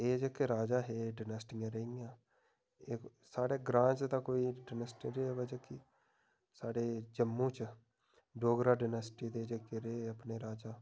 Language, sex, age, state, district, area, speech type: Dogri, male, 30-45, Jammu and Kashmir, Udhampur, rural, spontaneous